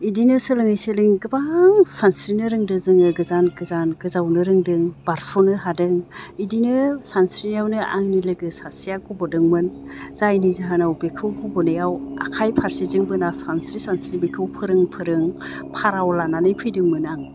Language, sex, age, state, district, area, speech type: Bodo, female, 45-60, Assam, Baksa, rural, spontaneous